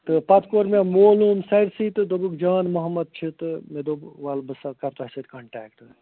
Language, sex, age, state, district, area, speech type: Kashmiri, male, 60+, Jammu and Kashmir, Ganderbal, rural, conversation